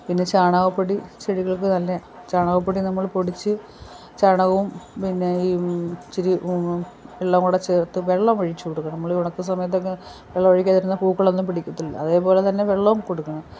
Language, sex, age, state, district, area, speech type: Malayalam, female, 45-60, Kerala, Kollam, rural, spontaneous